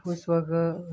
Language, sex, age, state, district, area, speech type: Punjabi, female, 60+, Punjab, Hoshiarpur, rural, spontaneous